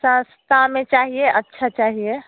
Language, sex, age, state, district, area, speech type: Hindi, female, 45-60, Bihar, Samastipur, rural, conversation